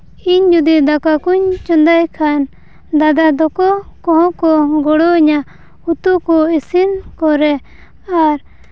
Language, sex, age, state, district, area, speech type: Santali, female, 18-30, Jharkhand, Seraikela Kharsawan, rural, spontaneous